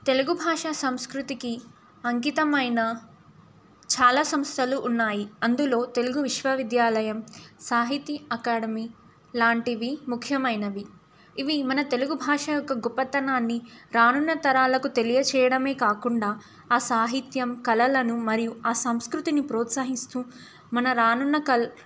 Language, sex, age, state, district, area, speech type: Telugu, female, 18-30, Telangana, Ranga Reddy, urban, spontaneous